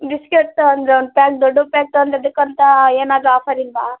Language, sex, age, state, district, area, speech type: Kannada, female, 18-30, Karnataka, Vijayanagara, rural, conversation